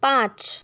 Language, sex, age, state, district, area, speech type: Hindi, female, 30-45, Madhya Pradesh, Bhopal, urban, read